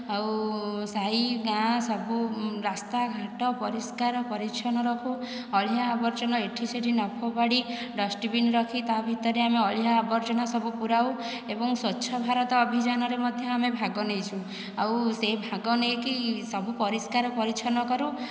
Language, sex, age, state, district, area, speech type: Odia, female, 60+, Odisha, Dhenkanal, rural, spontaneous